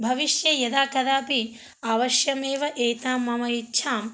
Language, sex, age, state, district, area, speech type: Sanskrit, female, 30-45, Telangana, Ranga Reddy, urban, spontaneous